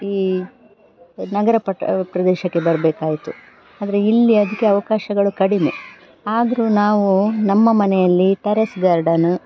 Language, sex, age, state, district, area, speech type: Kannada, female, 45-60, Karnataka, Dakshina Kannada, urban, spontaneous